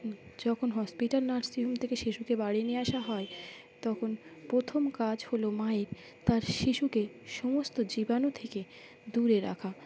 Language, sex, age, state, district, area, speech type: Bengali, female, 18-30, West Bengal, Birbhum, urban, spontaneous